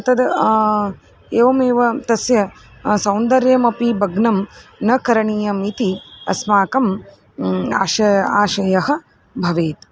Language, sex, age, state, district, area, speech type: Sanskrit, female, 30-45, Karnataka, Dharwad, urban, spontaneous